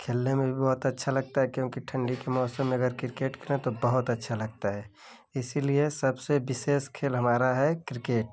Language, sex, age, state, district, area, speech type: Hindi, male, 30-45, Uttar Pradesh, Ghazipur, urban, spontaneous